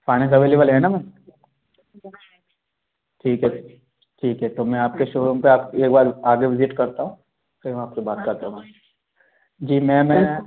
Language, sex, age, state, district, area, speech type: Hindi, male, 30-45, Madhya Pradesh, Gwalior, rural, conversation